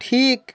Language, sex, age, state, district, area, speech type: Bengali, male, 30-45, West Bengal, Hooghly, rural, read